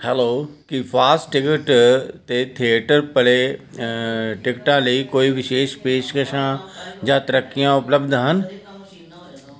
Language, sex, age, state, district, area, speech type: Punjabi, male, 60+, Punjab, Firozpur, urban, read